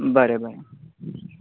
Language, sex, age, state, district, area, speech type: Goan Konkani, male, 18-30, Goa, Bardez, rural, conversation